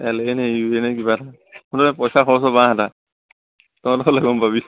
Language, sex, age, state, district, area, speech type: Assamese, male, 30-45, Assam, Lakhimpur, rural, conversation